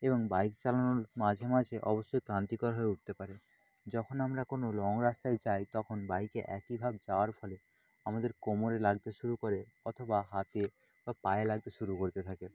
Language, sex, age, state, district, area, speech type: Bengali, male, 30-45, West Bengal, Nadia, rural, spontaneous